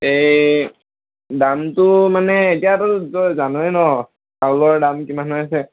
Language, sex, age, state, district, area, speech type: Assamese, male, 18-30, Assam, Lakhimpur, rural, conversation